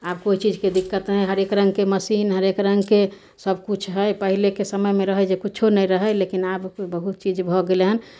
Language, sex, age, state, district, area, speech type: Maithili, female, 30-45, Bihar, Samastipur, urban, spontaneous